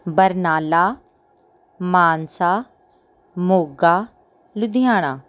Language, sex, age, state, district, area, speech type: Punjabi, female, 30-45, Punjab, Tarn Taran, urban, spontaneous